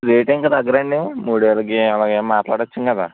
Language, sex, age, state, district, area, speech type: Telugu, male, 60+, Andhra Pradesh, East Godavari, rural, conversation